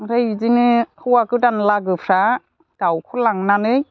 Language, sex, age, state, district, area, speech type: Bodo, female, 60+, Assam, Chirang, rural, spontaneous